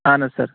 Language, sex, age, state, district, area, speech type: Kashmiri, male, 18-30, Jammu and Kashmir, Bandipora, rural, conversation